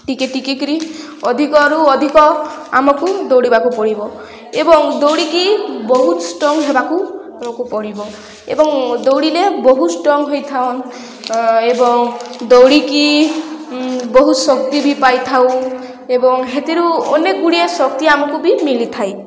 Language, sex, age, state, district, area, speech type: Odia, female, 18-30, Odisha, Balangir, urban, spontaneous